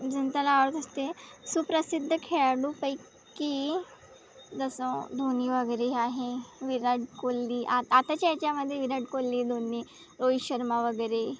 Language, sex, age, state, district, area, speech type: Marathi, female, 18-30, Maharashtra, Wardha, rural, spontaneous